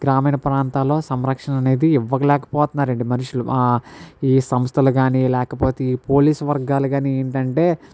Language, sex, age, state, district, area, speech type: Telugu, male, 60+, Andhra Pradesh, Kakinada, rural, spontaneous